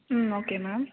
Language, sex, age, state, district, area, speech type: Tamil, female, 18-30, Tamil Nadu, Tiruchirappalli, rural, conversation